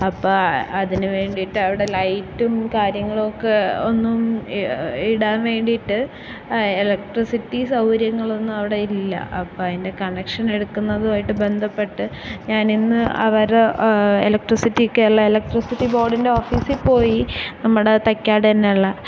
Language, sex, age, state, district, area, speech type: Malayalam, female, 18-30, Kerala, Thiruvananthapuram, urban, spontaneous